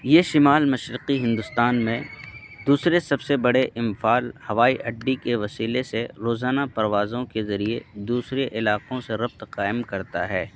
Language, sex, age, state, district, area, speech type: Urdu, male, 18-30, Bihar, Purnia, rural, read